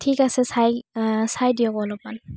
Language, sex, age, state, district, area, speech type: Assamese, female, 18-30, Assam, Majuli, urban, spontaneous